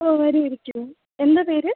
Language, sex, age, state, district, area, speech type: Malayalam, female, 18-30, Kerala, Kozhikode, rural, conversation